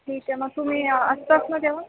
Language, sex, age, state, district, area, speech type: Marathi, male, 18-30, Maharashtra, Buldhana, urban, conversation